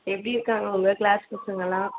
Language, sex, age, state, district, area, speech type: Tamil, female, 18-30, Tamil Nadu, Mayiladuthurai, urban, conversation